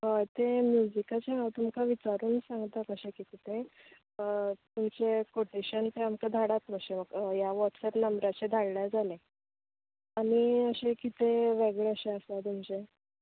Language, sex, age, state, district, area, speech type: Goan Konkani, female, 18-30, Goa, Canacona, rural, conversation